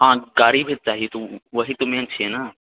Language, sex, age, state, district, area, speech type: Maithili, male, 30-45, Bihar, Purnia, rural, conversation